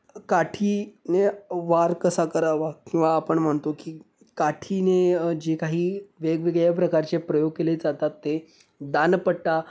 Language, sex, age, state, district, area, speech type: Marathi, male, 18-30, Maharashtra, Sangli, urban, spontaneous